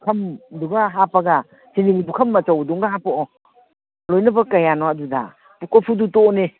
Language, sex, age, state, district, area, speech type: Manipuri, female, 60+, Manipur, Imphal East, rural, conversation